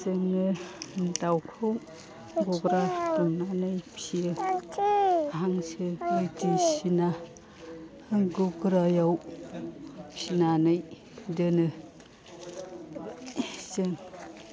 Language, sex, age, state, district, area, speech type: Bodo, female, 60+, Assam, Chirang, rural, spontaneous